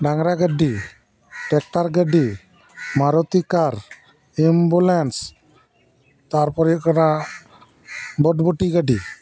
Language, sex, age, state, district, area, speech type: Santali, male, 45-60, West Bengal, Dakshin Dinajpur, rural, spontaneous